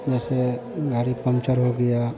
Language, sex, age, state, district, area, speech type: Hindi, male, 45-60, Bihar, Vaishali, urban, spontaneous